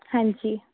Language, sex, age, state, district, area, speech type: Punjabi, female, 18-30, Punjab, Fazilka, urban, conversation